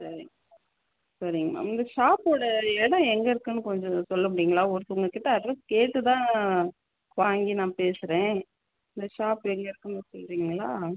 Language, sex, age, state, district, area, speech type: Tamil, female, 30-45, Tamil Nadu, Tiruchirappalli, rural, conversation